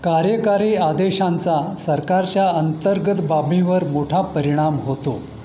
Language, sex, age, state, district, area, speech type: Marathi, male, 60+, Maharashtra, Pune, urban, read